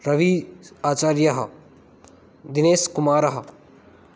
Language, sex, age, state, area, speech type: Sanskrit, male, 18-30, Rajasthan, rural, spontaneous